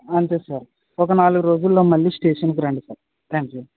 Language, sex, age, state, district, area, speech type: Telugu, male, 18-30, Andhra Pradesh, West Godavari, rural, conversation